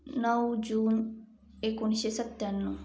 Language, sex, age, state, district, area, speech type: Marathi, female, 18-30, Maharashtra, Sangli, rural, spontaneous